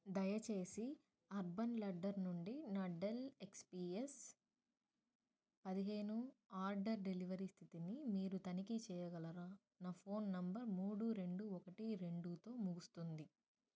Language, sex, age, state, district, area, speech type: Telugu, female, 30-45, Andhra Pradesh, Nellore, urban, read